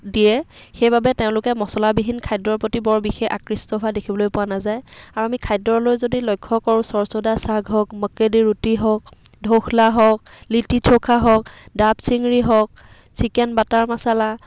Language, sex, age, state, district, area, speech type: Assamese, female, 30-45, Assam, Dibrugarh, rural, spontaneous